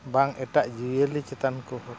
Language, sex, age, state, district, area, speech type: Santali, male, 45-60, Odisha, Mayurbhanj, rural, spontaneous